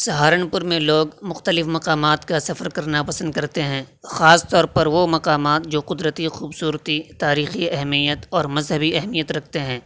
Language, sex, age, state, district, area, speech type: Urdu, male, 18-30, Uttar Pradesh, Saharanpur, urban, spontaneous